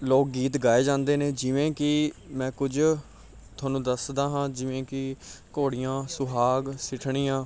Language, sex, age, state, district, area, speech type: Punjabi, male, 18-30, Punjab, Bathinda, urban, spontaneous